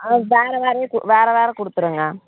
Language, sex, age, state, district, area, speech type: Tamil, female, 18-30, Tamil Nadu, Coimbatore, rural, conversation